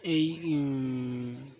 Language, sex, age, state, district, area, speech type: Bengali, male, 30-45, West Bengal, Birbhum, urban, spontaneous